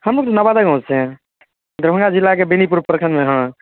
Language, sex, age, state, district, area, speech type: Hindi, male, 30-45, Bihar, Darbhanga, rural, conversation